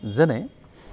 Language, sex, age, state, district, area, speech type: Assamese, male, 60+, Assam, Goalpara, urban, spontaneous